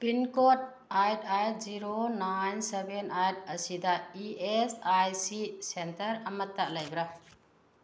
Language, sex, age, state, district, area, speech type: Manipuri, female, 45-60, Manipur, Tengnoupal, rural, read